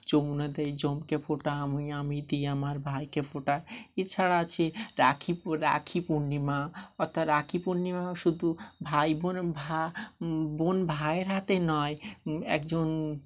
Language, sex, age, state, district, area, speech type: Bengali, male, 30-45, West Bengal, Dakshin Dinajpur, urban, spontaneous